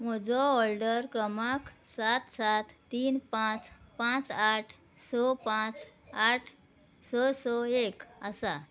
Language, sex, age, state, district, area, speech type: Goan Konkani, female, 30-45, Goa, Murmgao, rural, read